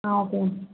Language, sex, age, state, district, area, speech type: Telugu, female, 30-45, Andhra Pradesh, Vizianagaram, rural, conversation